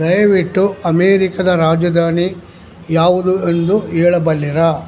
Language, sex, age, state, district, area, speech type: Kannada, male, 60+, Karnataka, Chamarajanagar, rural, read